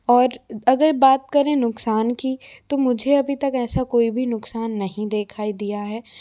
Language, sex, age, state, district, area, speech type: Hindi, female, 45-60, Madhya Pradesh, Bhopal, urban, spontaneous